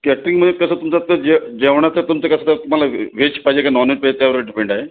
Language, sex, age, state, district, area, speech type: Marathi, male, 45-60, Maharashtra, Raigad, rural, conversation